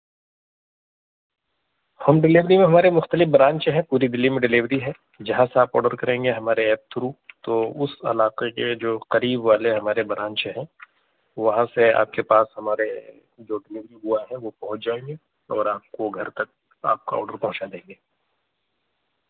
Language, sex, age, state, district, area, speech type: Urdu, male, 30-45, Delhi, North East Delhi, urban, conversation